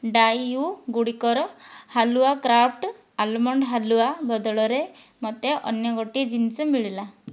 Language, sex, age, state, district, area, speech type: Odia, female, 45-60, Odisha, Kandhamal, rural, read